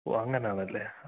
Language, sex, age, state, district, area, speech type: Malayalam, male, 18-30, Kerala, Idukki, rural, conversation